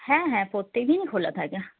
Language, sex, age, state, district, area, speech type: Bengali, female, 30-45, West Bengal, Darjeeling, rural, conversation